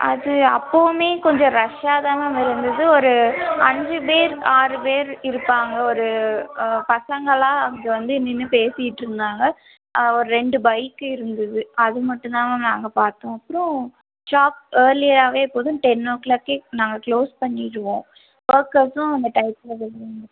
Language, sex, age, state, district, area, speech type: Tamil, female, 18-30, Tamil Nadu, Madurai, urban, conversation